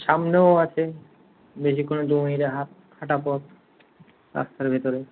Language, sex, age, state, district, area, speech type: Bengali, male, 18-30, West Bengal, Kolkata, urban, conversation